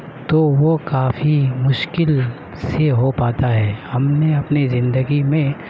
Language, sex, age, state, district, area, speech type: Urdu, male, 30-45, Uttar Pradesh, Gautam Buddha Nagar, urban, spontaneous